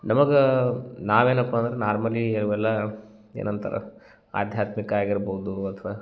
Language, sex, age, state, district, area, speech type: Kannada, male, 30-45, Karnataka, Gulbarga, urban, spontaneous